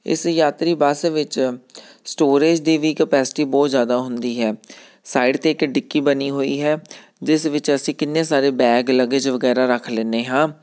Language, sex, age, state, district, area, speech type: Punjabi, male, 30-45, Punjab, Tarn Taran, urban, spontaneous